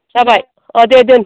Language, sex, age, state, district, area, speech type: Bodo, female, 45-60, Assam, Baksa, rural, conversation